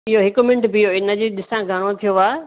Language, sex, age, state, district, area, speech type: Sindhi, female, 60+, Gujarat, Surat, urban, conversation